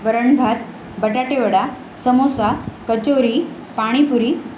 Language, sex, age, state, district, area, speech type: Marathi, female, 30-45, Maharashtra, Nanded, urban, spontaneous